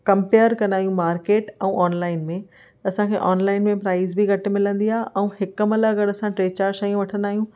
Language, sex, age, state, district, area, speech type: Sindhi, female, 30-45, Maharashtra, Thane, urban, spontaneous